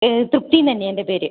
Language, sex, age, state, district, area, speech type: Malayalam, female, 30-45, Kerala, Kannur, rural, conversation